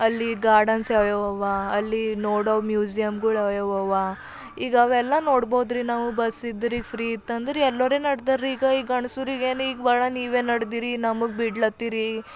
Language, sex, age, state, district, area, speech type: Kannada, female, 18-30, Karnataka, Bidar, urban, spontaneous